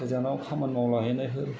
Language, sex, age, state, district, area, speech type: Bodo, male, 60+, Assam, Kokrajhar, rural, spontaneous